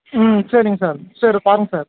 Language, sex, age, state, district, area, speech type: Tamil, male, 18-30, Tamil Nadu, Dharmapuri, rural, conversation